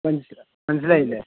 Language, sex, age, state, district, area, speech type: Malayalam, male, 18-30, Kerala, Palakkad, rural, conversation